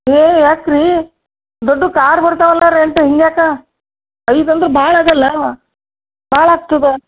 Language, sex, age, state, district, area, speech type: Kannada, female, 60+, Karnataka, Gulbarga, urban, conversation